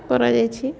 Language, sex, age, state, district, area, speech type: Odia, female, 18-30, Odisha, Subarnapur, urban, spontaneous